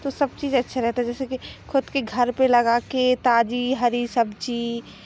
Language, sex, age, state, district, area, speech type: Hindi, female, 18-30, Madhya Pradesh, Seoni, urban, spontaneous